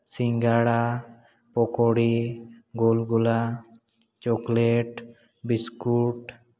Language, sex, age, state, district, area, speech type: Santali, male, 18-30, West Bengal, Jhargram, rural, spontaneous